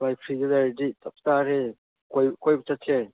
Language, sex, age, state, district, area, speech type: Manipuri, male, 18-30, Manipur, Chandel, rural, conversation